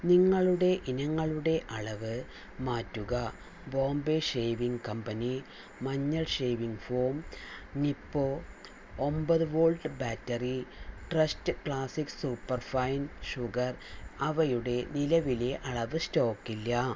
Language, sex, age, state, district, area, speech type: Malayalam, female, 60+, Kerala, Palakkad, rural, read